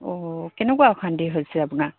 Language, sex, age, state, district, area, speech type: Assamese, female, 45-60, Assam, Dibrugarh, rural, conversation